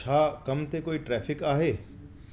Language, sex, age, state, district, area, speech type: Sindhi, male, 45-60, Delhi, South Delhi, urban, read